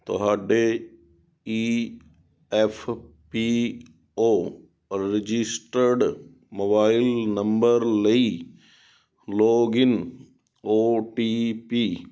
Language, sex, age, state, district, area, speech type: Punjabi, male, 18-30, Punjab, Sangrur, urban, read